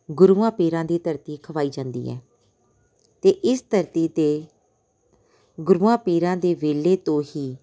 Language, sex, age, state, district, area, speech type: Punjabi, female, 30-45, Punjab, Tarn Taran, urban, spontaneous